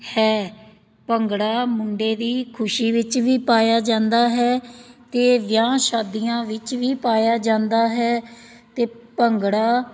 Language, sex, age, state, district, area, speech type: Punjabi, female, 30-45, Punjab, Fazilka, rural, spontaneous